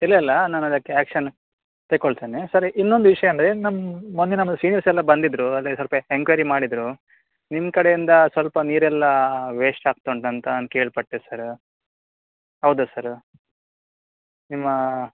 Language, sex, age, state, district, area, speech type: Kannada, male, 30-45, Karnataka, Udupi, rural, conversation